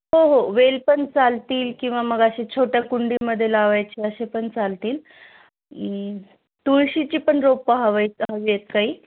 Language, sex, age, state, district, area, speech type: Marathi, female, 30-45, Maharashtra, Nanded, rural, conversation